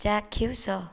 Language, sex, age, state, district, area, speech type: Odia, female, 18-30, Odisha, Boudh, rural, read